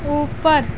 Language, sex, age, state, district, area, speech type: Hindi, female, 30-45, Uttar Pradesh, Mau, rural, read